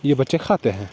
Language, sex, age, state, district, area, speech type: Urdu, male, 18-30, Jammu and Kashmir, Srinagar, urban, spontaneous